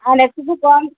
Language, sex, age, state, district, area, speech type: Bengali, female, 30-45, West Bengal, Uttar Dinajpur, urban, conversation